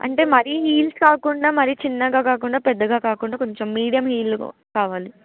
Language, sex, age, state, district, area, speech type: Telugu, female, 18-30, Telangana, Adilabad, urban, conversation